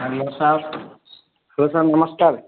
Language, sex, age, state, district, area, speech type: Odia, male, 18-30, Odisha, Kendujhar, urban, conversation